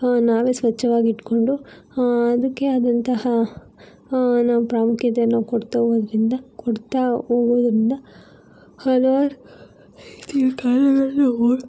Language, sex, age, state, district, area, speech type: Kannada, female, 45-60, Karnataka, Chikkaballapur, rural, spontaneous